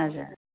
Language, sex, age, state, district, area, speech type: Nepali, female, 45-60, West Bengal, Kalimpong, rural, conversation